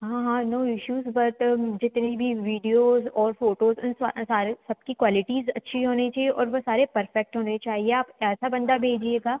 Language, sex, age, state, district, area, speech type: Hindi, female, 18-30, Madhya Pradesh, Betul, rural, conversation